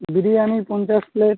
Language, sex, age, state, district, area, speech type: Bengali, male, 30-45, West Bengal, Uttar Dinajpur, urban, conversation